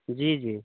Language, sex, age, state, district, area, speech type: Maithili, male, 45-60, Bihar, Sitamarhi, rural, conversation